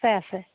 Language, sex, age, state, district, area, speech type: Assamese, female, 30-45, Assam, Golaghat, rural, conversation